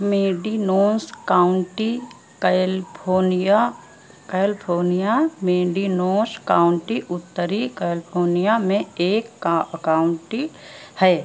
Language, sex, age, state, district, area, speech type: Hindi, female, 60+, Uttar Pradesh, Sitapur, rural, read